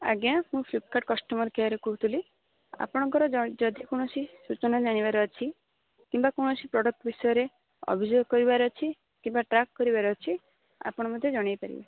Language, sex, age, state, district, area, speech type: Odia, female, 18-30, Odisha, Bhadrak, rural, conversation